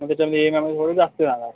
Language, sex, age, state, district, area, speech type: Marathi, male, 18-30, Maharashtra, Yavatmal, rural, conversation